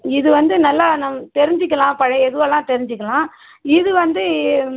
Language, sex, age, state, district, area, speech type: Tamil, female, 30-45, Tamil Nadu, Madurai, urban, conversation